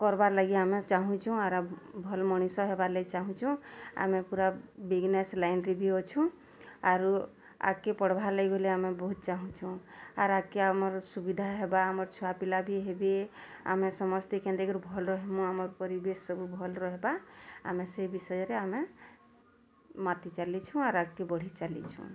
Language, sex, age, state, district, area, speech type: Odia, female, 30-45, Odisha, Bargarh, urban, spontaneous